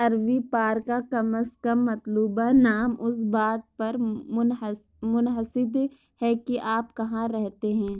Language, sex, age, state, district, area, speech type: Urdu, female, 60+, Uttar Pradesh, Lucknow, urban, read